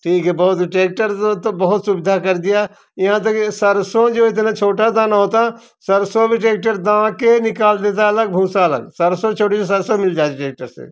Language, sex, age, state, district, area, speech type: Hindi, male, 60+, Uttar Pradesh, Jaunpur, rural, spontaneous